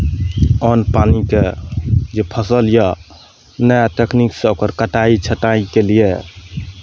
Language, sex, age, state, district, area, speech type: Maithili, male, 30-45, Bihar, Madhepura, urban, spontaneous